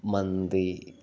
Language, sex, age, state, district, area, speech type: Malayalam, male, 18-30, Kerala, Wayanad, rural, spontaneous